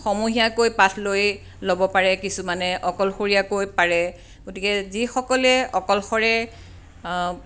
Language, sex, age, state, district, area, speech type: Assamese, female, 45-60, Assam, Tinsukia, urban, spontaneous